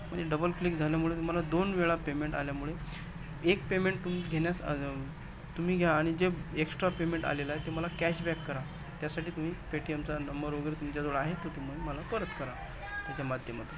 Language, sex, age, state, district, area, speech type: Marathi, male, 45-60, Maharashtra, Akola, rural, spontaneous